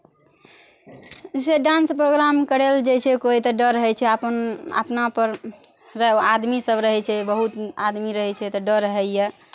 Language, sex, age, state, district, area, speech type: Maithili, female, 30-45, Bihar, Araria, rural, spontaneous